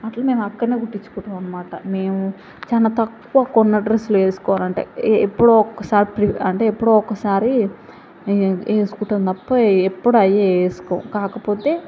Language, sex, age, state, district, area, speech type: Telugu, female, 18-30, Telangana, Mahbubnagar, rural, spontaneous